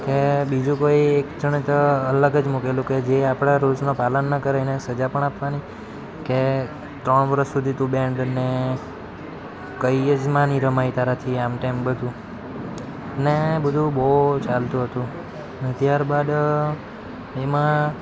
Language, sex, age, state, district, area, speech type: Gujarati, male, 18-30, Gujarat, Valsad, rural, spontaneous